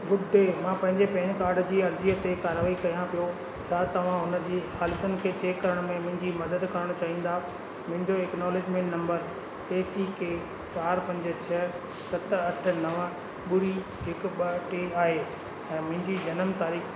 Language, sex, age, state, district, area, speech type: Sindhi, male, 45-60, Rajasthan, Ajmer, urban, read